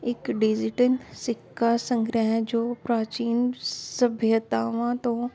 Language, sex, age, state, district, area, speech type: Punjabi, female, 30-45, Punjab, Jalandhar, urban, spontaneous